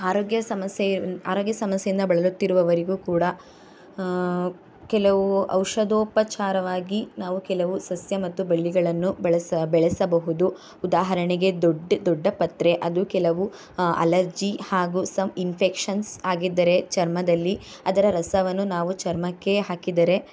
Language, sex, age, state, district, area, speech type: Kannada, female, 18-30, Karnataka, Mysore, urban, spontaneous